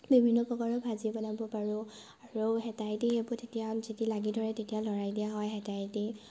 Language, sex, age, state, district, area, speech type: Assamese, female, 18-30, Assam, Sivasagar, urban, spontaneous